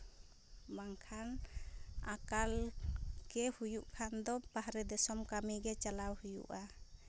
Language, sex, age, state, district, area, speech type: Santali, female, 30-45, Jharkhand, Seraikela Kharsawan, rural, spontaneous